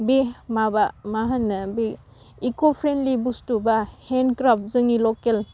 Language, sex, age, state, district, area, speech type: Bodo, female, 18-30, Assam, Udalguri, urban, spontaneous